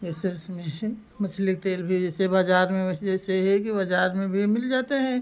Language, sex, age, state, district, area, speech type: Hindi, female, 45-60, Uttar Pradesh, Lucknow, rural, spontaneous